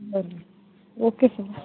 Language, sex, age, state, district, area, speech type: Marathi, female, 30-45, Maharashtra, Akola, rural, conversation